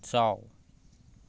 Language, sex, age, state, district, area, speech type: Manipuri, male, 30-45, Manipur, Thoubal, rural, read